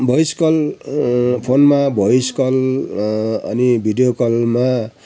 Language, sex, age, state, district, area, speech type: Nepali, male, 60+, West Bengal, Kalimpong, rural, spontaneous